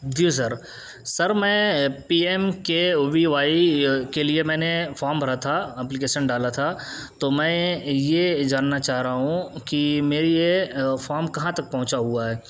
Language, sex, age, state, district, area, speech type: Urdu, male, 18-30, Uttar Pradesh, Siddharthnagar, rural, spontaneous